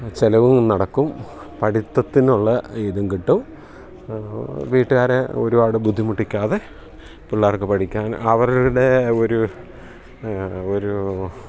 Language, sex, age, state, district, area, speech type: Malayalam, male, 45-60, Kerala, Kottayam, rural, spontaneous